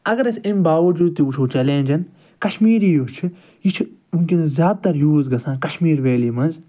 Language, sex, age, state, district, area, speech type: Kashmiri, male, 45-60, Jammu and Kashmir, Ganderbal, urban, spontaneous